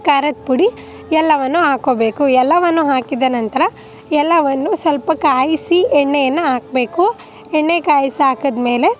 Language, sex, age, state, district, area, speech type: Kannada, female, 18-30, Karnataka, Chamarajanagar, rural, spontaneous